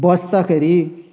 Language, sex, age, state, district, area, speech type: Nepali, male, 60+, West Bengal, Darjeeling, rural, spontaneous